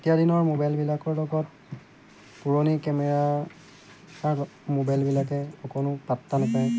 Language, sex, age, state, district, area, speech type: Assamese, male, 30-45, Assam, Golaghat, rural, spontaneous